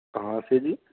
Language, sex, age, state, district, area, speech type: Hindi, male, 18-30, Rajasthan, Bharatpur, urban, conversation